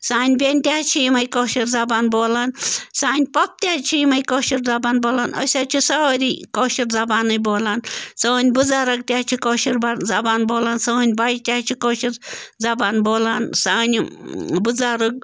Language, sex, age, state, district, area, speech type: Kashmiri, female, 30-45, Jammu and Kashmir, Bandipora, rural, spontaneous